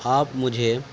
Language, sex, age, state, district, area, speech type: Urdu, male, 18-30, Delhi, Central Delhi, urban, spontaneous